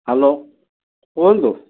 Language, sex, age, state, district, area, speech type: Odia, male, 60+, Odisha, Gajapati, rural, conversation